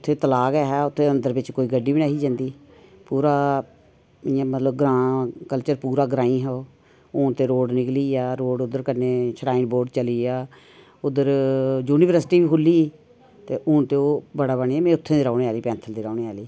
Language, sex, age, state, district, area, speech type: Dogri, female, 45-60, Jammu and Kashmir, Reasi, urban, spontaneous